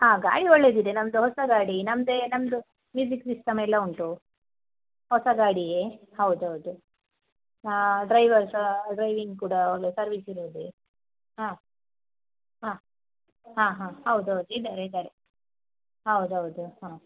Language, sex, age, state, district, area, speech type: Kannada, female, 30-45, Karnataka, Dakshina Kannada, rural, conversation